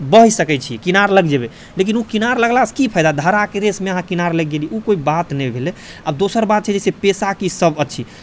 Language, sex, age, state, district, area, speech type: Maithili, male, 45-60, Bihar, Purnia, rural, spontaneous